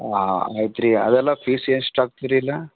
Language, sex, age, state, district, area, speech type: Kannada, male, 45-60, Karnataka, Gulbarga, urban, conversation